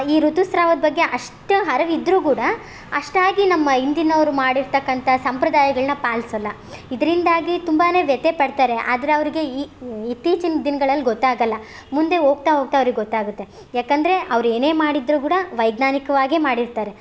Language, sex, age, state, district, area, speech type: Kannada, female, 18-30, Karnataka, Chitradurga, rural, spontaneous